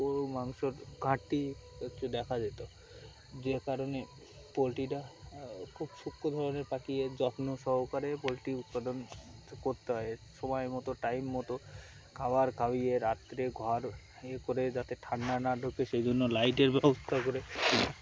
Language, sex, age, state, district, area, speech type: Bengali, male, 18-30, West Bengal, Uttar Dinajpur, urban, spontaneous